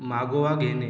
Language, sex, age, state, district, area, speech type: Marathi, male, 18-30, Maharashtra, Washim, rural, read